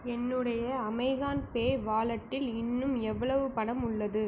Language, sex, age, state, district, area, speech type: Tamil, female, 30-45, Tamil Nadu, Mayiladuthurai, rural, read